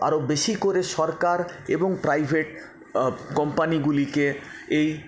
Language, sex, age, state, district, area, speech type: Bengali, male, 45-60, West Bengal, Paschim Bardhaman, urban, spontaneous